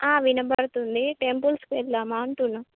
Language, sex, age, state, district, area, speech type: Telugu, female, 18-30, Andhra Pradesh, Srikakulam, urban, conversation